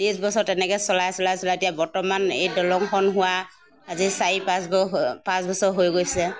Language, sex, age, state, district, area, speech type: Assamese, female, 60+, Assam, Morigaon, rural, spontaneous